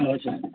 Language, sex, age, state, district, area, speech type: Kashmiri, male, 18-30, Jammu and Kashmir, Baramulla, urban, conversation